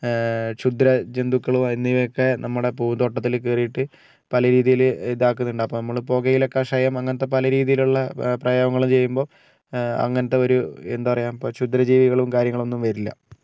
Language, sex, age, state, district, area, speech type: Malayalam, male, 60+, Kerala, Wayanad, rural, spontaneous